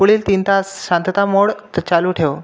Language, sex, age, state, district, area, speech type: Marathi, other, 18-30, Maharashtra, Buldhana, urban, read